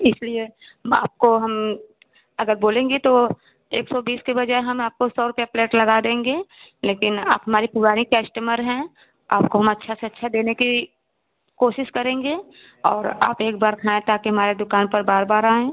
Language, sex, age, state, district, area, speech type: Hindi, female, 30-45, Uttar Pradesh, Prayagraj, rural, conversation